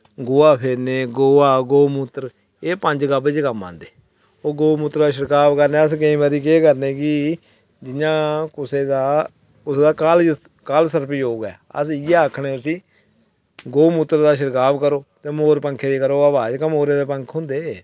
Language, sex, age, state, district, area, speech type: Dogri, male, 30-45, Jammu and Kashmir, Samba, rural, spontaneous